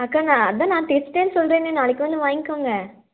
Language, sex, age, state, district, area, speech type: Tamil, female, 18-30, Tamil Nadu, Nilgiris, rural, conversation